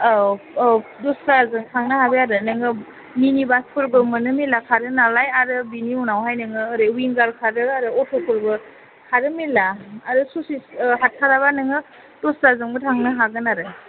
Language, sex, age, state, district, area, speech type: Bodo, female, 18-30, Assam, Chirang, urban, conversation